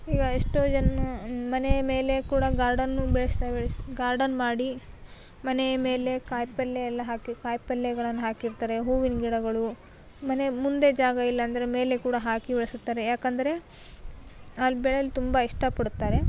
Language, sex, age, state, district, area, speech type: Kannada, female, 18-30, Karnataka, Koppal, urban, spontaneous